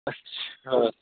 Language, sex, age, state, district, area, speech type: Urdu, male, 30-45, Uttar Pradesh, Saharanpur, urban, conversation